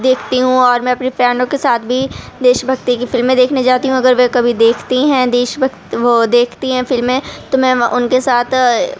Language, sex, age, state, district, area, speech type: Urdu, female, 30-45, Delhi, Central Delhi, rural, spontaneous